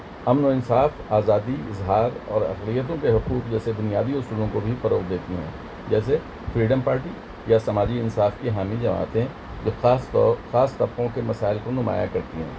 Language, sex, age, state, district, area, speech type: Urdu, male, 60+, Delhi, Central Delhi, urban, spontaneous